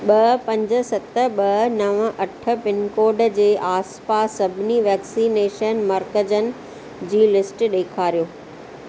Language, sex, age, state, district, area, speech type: Sindhi, female, 45-60, Maharashtra, Thane, urban, read